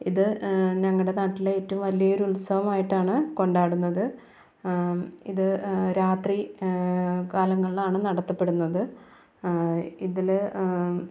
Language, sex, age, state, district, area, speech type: Malayalam, female, 30-45, Kerala, Ernakulam, urban, spontaneous